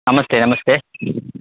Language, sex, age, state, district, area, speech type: Kannada, male, 18-30, Karnataka, Tumkur, urban, conversation